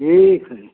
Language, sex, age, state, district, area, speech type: Hindi, male, 60+, Uttar Pradesh, Prayagraj, rural, conversation